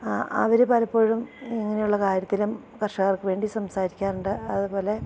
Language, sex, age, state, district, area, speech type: Malayalam, female, 45-60, Kerala, Idukki, rural, spontaneous